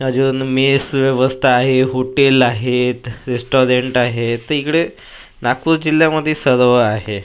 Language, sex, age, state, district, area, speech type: Marathi, male, 18-30, Maharashtra, Nagpur, urban, spontaneous